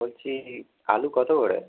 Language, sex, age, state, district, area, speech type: Bengali, male, 30-45, West Bengal, Howrah, urban, conversation